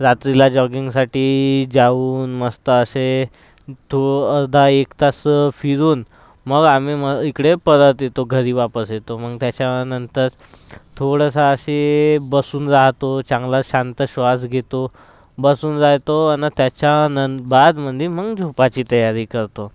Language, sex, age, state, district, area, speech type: Marathi, male, 30-45, Maharashtra, Nagpur, rural, spontaneous